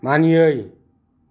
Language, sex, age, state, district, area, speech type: Bodo, male, 45-60, Assam, Chirang, rural, read